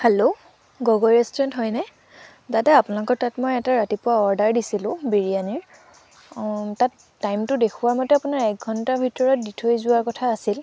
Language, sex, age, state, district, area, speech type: Assamese, female, 18-30, Assam, Sivasagar, rural, spontaneous